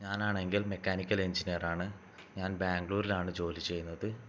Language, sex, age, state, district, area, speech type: Malayalam, male, 18-30, Kerala, Kannur, rural, spontaneous